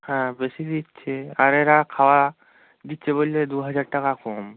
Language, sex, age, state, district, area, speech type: Bengali, male, 18-30, West Bengal, Bankura, rural, conversation